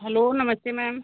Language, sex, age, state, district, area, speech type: Hindi, female, 30-45, Uttar Pradesh, Azamgarh, rural, conversation